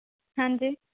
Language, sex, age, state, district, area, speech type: Punjabi, female, 18-30, Punjab, Mohali, urban, conversation